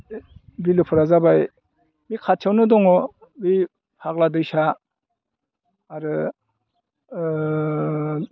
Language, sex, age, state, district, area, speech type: Bodo, male, 60+, Assam, Udalguri, rural, spontaneous